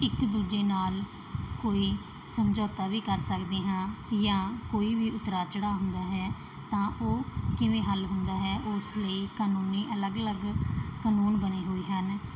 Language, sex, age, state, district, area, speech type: Punjabi, female, 30-45, Punjab, Mansa, urban, spontaneous